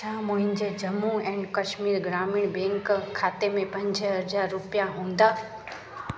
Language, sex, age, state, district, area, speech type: Sindhi, female, 30-45, Gujarat, Junagadh, urban, read